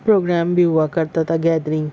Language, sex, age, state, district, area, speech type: Urdu, female, 30-45, Maharashtra, Nashik, urban, spontaneous